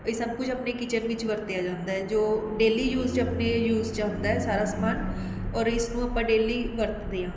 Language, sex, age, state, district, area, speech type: Punjabi, female, 30-45, Punjab, Mohali, urban, spontaneous